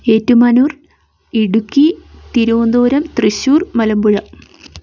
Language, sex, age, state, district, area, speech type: Malayalam, female, 30-45, Kerala, Palakkad, rural, spontaneous